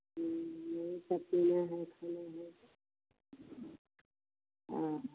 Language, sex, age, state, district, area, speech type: Hindi, female, 60+, Bihar, Vaishali, urban, conversation